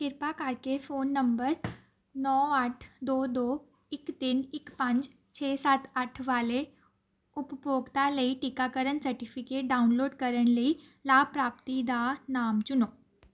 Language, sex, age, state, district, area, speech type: Punjabi, female, 18-30, Punjab, Amritsar, urban, read